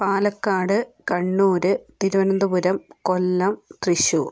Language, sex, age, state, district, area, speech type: Malayalam, female, 18-30, Kerala, Wayanad, rural, spontaneous